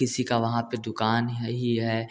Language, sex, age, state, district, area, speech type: Hindi, male, 18-30, Uttar Pradesh, Bhadohi, rural, spontaneous